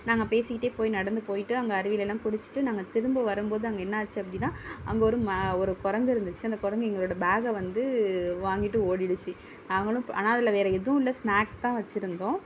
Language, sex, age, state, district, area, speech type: Tamil, female, 30-45, Tamil Nadu, Tiruvarur, rural, spontaneous